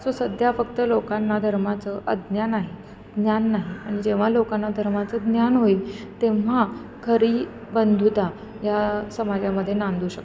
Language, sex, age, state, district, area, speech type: Marathi, female, 30-45, Maharashtra, Kolhapur, urban, spontaneous